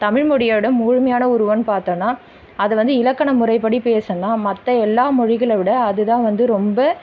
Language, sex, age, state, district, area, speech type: Tamil, female, 30-45, Tamil Nadu, Viluppuram, urban, spontaneous